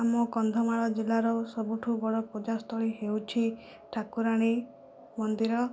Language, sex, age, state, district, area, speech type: Odia, female, 45-60, Odisha, Kandhamal, rural, spontaneous